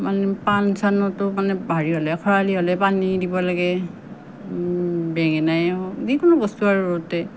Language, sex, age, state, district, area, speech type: Assamese, female, 30-45, Assam, Morigaon, rural, spontaneous